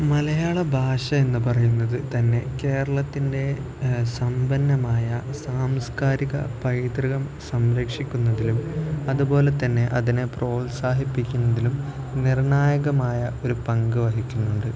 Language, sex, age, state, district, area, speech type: Malayalam, male, 18-30, Kerala, Kozhikode, rural, spontaneous